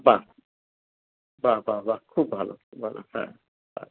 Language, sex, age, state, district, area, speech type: Bengali, male, 60+, West Bengal, Darjeeling, rural, conversation